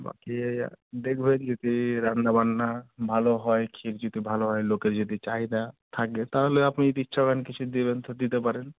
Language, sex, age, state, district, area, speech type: Bengali, male, 18-30, West Bengal, Murshidabad, urban, conversation